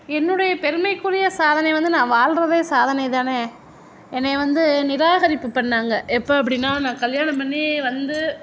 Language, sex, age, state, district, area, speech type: Tamil, female, 60+, Tamil Nadu, Mayiladuthurai, urban, spontaneous